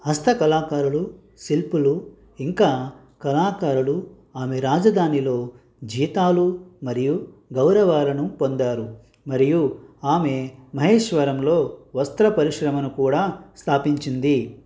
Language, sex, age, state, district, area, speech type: Telugu, male, 60+, Andhra Pradesh, Konaseema, rural, read